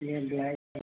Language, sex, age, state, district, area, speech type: Hindi, male, 45-60, Uttar Pradesh, Sitapur, rural, conversation